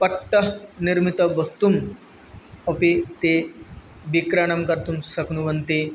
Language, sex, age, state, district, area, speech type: Sanskrit, male, 18-30, West Bengal, Bankura, urban, spontaneous